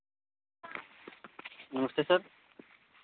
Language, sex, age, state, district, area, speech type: Hindi, male, 30-45, Uttar Pradesh, Varanasi, urban, conversation